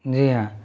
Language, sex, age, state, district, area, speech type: Hindi, male, 18-30, Rajasthan, Karauli, rural, spontaneous